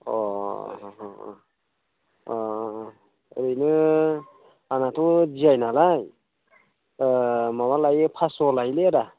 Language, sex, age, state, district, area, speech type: Bodo, male, 45-60, Assam, Udalguri, rural, conversation